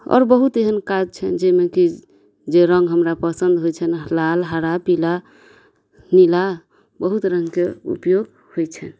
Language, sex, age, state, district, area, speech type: Maithili, female, 30-45, Bihar, Madhubani, rural, spontaneous